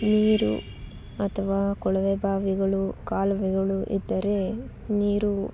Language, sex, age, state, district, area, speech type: Kannada, female, 18-30, Karnataka, Tumkur, urban, spontaneous